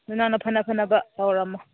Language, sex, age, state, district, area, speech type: Manipuri, female, 18-30, Manipur, Senapati, rural, conversation